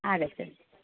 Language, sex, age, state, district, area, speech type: Sanskrit, female, 45-60, Karnataka, Uttara Kannada, urban, conversation